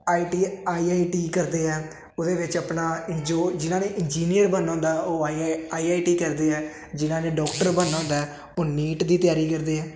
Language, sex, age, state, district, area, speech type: Punjabi, male, 18-30, Punjab, Hoshiarpur, rural, spontaneous